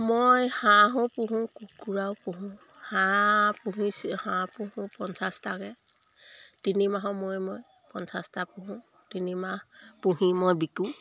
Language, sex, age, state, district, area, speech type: Assamese, female, 45-60, Assam, Sivasagar, rural, spontaneous